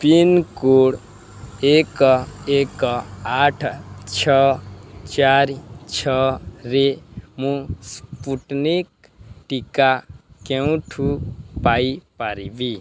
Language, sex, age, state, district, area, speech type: Odia, male, 18-30, Odisha, Balangir, urban, read